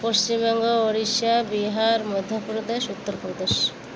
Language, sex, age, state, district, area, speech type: Odia, female, 30-45, Odisha, Malkangiri, urban, spontaneous